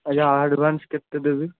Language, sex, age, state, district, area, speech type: Odia, male, 18-30, Odisha, Cuttack, urban, conversation